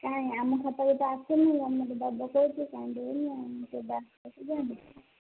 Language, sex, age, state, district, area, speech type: Odia, female, 45-60, Odisha, Gajapati, rural, conversation